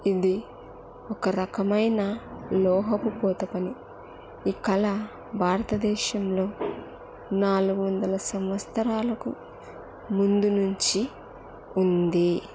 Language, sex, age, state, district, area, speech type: Telugu, female, 30-45, Andhra Pradesh, Kurnool, rural, spontaneous